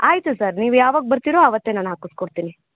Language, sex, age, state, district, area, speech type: Kannada, female, 18-30, Karnataka, Chikkamagaluru, rural, conversation